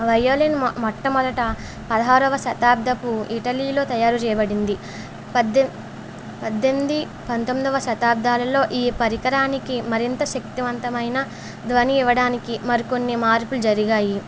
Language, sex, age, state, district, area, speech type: Telugu, female, 18-30, Andhra Pradesh, Eluru, rural, spontaneous